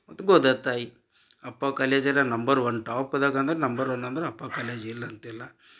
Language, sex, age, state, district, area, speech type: Kannada, male, 45-60, Karnataka, Gulbarga, urban, spontaneous